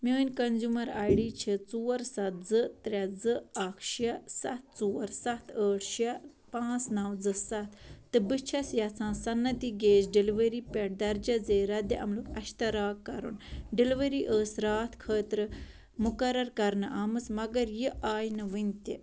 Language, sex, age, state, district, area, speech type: Kashmiri, female, 18-30, Jammu and Kashmir, Ganderbal, rural, read